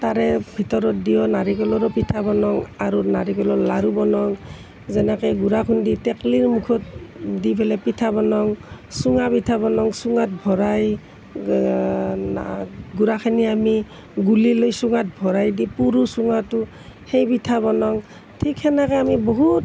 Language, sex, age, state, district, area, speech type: Assamese, female, 60+, Assam, Nalbari, rural, spontaneous